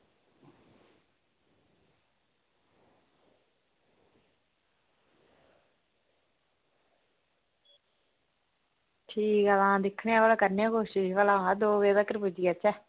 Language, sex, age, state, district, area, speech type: Dogri, female, 30-45, Jammu and Kashmir, Reasi, rural, conversation